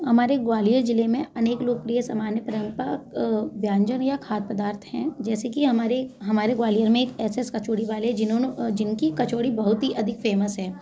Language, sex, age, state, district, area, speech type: Hindi, female, 30-45, Madhya Pradesh, Gwalior, rural, spontaneous